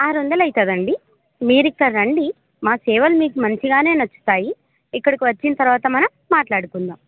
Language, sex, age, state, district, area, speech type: Telugu, female, 18-30, Telangana, Khammam, urban, conversation